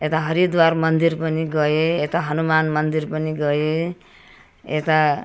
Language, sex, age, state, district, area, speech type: Nepali, female, 60+, West Bengal, Darjeeling, urban, spontaneous